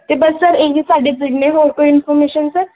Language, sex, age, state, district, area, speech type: Punjabi, female, 18-30, Punjab, Patiala, urban, conversation